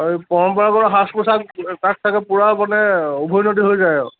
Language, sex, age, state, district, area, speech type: Assamese, male, 30-45, Assam, Lakhimpur, rural, conversation